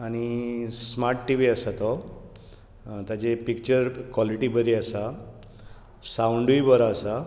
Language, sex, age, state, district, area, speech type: Goan Konkani, male, 60+, Goa, Bardez, rural, spontaneous